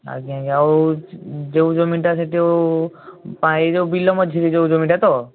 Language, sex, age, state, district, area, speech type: Odia, male, 18-30, Odisha, Balasore, rural, conversation